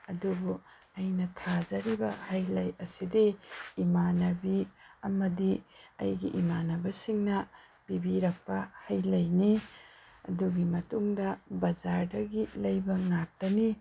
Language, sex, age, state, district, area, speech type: Manipuri, female, 30-45, Manipur, Tengnoupal, rural, spontaneous